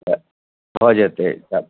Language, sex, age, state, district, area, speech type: Maithili, male, 60+, Bihar, Madhubani, rural, conversation